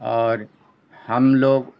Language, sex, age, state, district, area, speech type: Urdu, male, 60+, Bihar, Khagaria, rural, spontaneous